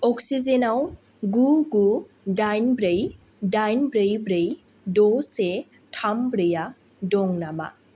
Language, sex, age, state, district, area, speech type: Bodo, female, 18-30, Assam, Baksa, rural, read